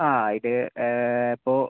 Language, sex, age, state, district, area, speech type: Malayalam, male, 60+, Kerala, Kozhikode, urban, conversation